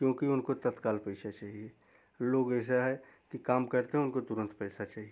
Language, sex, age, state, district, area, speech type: Hindi, male, 30-45, Uttar Pradesh, Jaunpur, rural, spontaneous